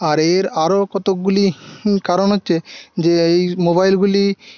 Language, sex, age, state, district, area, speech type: Bengali, male, 18-30, West Bengal, Paschim Medinipur, rural, spontaneous